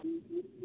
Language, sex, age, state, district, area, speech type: Dogri, male, 30-45, Jammu and Kashmir, Udhampur, urban, conversation